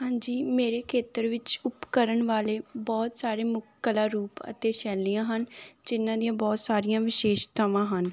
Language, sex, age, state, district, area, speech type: Punjabi, female, 18-30, Punjab, Gurdaspur, rural, spontaneous